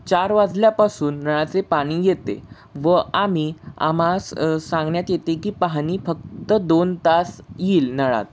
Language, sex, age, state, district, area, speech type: Marathi, male, 18-30, Maharashtra, Sangli, urban, spontaneous